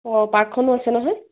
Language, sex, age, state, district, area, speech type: Assamese, female, 45-60, Assam, Tinsukia, rural, conversation